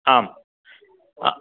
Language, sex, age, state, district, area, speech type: Sanskrit, male, 60+, Karnataka, Vijayapura, urban, conversation